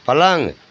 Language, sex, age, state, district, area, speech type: Hindi, male, 60+, Uttar Pradesh, Pratapgarh, rural, read